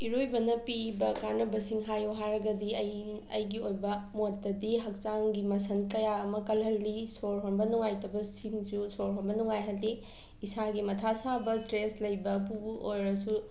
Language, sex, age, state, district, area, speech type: Manipuri, female, 30-45, Manipur, Imphal West, urban, spontaneous